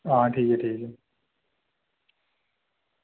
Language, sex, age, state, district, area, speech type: Dogri, male, 30-45, Jammu and Kashmir, Reasi, rural, conversation